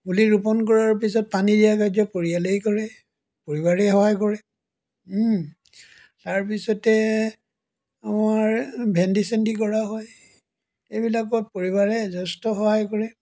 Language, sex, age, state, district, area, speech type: Assamese, male, 60+, Assam, Dibrugarh, rural, spontaneous